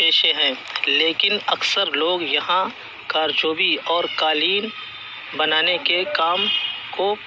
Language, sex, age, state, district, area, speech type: Urdu, male, 30-45, Uttar Pradesh, Shahjahanpur, urban, spontaneous